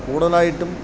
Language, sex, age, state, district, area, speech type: Malayalam, male, 60+, Kerala, Idukki, rural, spontaneous